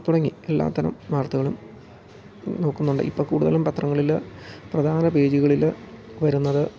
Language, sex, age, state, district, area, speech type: Malayalam, male, 30-45, Kerala, Idukki, rural, spontaneous